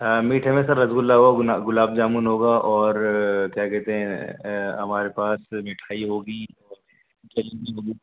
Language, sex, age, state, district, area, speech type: Urdu, male, 30-45, Delhi, South Delhi, urban, conversation